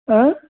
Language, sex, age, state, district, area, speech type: Hindi, male, 60+, Uttar Pradesh, Ayodhya, rural, conversation